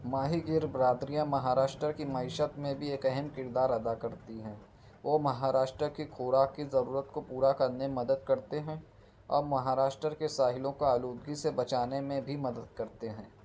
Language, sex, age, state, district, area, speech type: Urdu, male, 18-30, Maharashtra, Nashik, urban, spontaneous